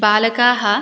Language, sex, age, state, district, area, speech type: Sanskrit, female, 18-30, Assam, Biswanath, rural, spontaneous